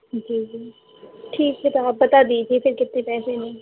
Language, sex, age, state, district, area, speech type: Hindi, female, 18-30, Madhya Pradesh, Hoshangabad, urban, conversation